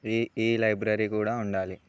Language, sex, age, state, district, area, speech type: Telugu, male, 18-30, Telangana, Bhadradri Kothagudem, rural, spontaneous